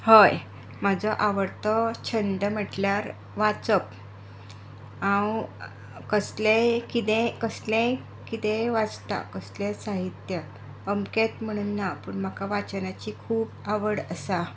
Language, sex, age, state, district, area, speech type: Goan Konkani, female, 45-60, Goa, Tiswadi, rural, spontaneous